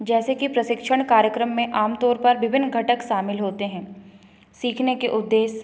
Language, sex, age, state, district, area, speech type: Hindi, female, 30-45, Madhya Pradesh, Balaghat, rural, spontaneous